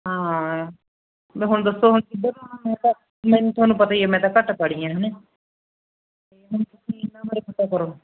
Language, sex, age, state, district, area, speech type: Punjabi, female, 30-45, Punjab, Mansa, rural, conversation